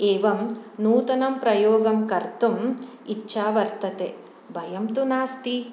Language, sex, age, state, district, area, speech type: Sanskrit, female, 45-60, Karnataka, Shimoga, urban, spontaneous